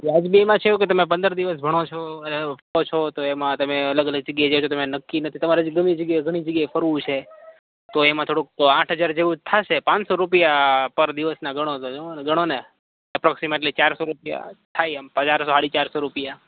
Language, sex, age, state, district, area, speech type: Gujarati, male, 18-30, Gujarat, Rajkot, urban, conversation